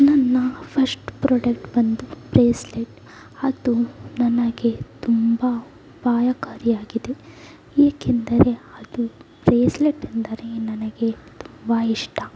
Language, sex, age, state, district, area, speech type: Kannada, female, 18-30, Karnataka, Davanagere, rural, spontaneous